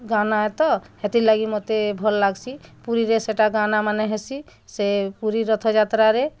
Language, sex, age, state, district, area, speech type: Odia, female, 45-60, Odisha, Bargarh, urban, spontaneous